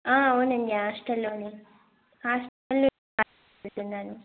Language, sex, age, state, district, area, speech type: Telugu, female, 18-30, Andhra Pradesh, Annamaya, rural, conversation